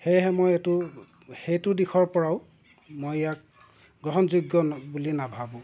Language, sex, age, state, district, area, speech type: Assamese, male, 45-60, Assam, Golaghat, rural, spontaneous